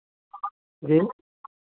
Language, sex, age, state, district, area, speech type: Hindi, male, 18-30, Bihar, Vaishali, rural, conversation